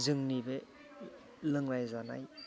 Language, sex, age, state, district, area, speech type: Bodo, male, 45-60, Assam, Kokrajhar, rural, spontaneous